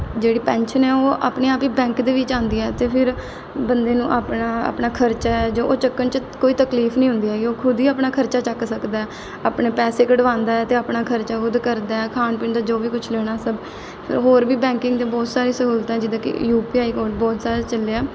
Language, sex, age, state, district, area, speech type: Punjabi, female, 18-30, Punjab, Mohali, urban, spontaneous